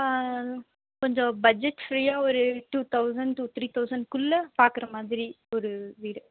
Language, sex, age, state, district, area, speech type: Tamil, female, 18-30, Tamil Nadu, Nilgiris, rural, conversation